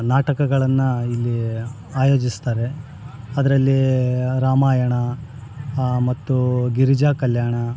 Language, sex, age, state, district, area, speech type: Kannada, male, 45-60, Karnataka, Bellary, rural, spontaneous